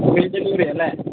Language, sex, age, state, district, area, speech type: Malayalam, male, 45-60, Kerala, Idukki, rural, conversation